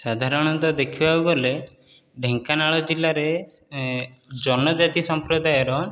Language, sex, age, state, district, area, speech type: Odia, male, 18-30, Odisha, Dhenkanal, rural, spontaneous